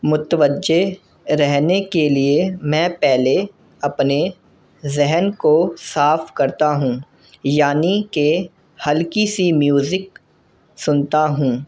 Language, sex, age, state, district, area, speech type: Urdu, male, 18-30, Delhi, North East Delhi, urban, spontaneous